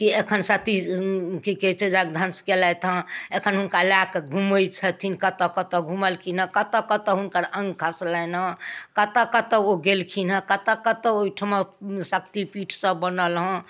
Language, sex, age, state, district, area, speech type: Maithili, female, 60+, Bihar, Darbhanga, rural, spontaneous